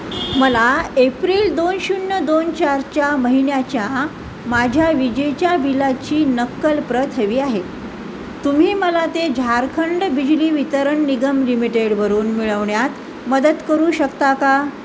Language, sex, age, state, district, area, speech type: Marathi, female, 45-60, Maharashtra, Nanded, urban, read